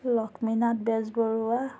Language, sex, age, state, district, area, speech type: Assamese, female, 30-45, Assam, Biswanath, rural, spontaneous